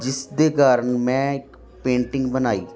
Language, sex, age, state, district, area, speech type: Punjabi, male, 18-30, Punjab, Muktsar, rural, spontaneous